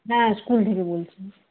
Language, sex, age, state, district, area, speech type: Bengali, female, 30-45, West Bengal, Purba Medinipur, rural, conversation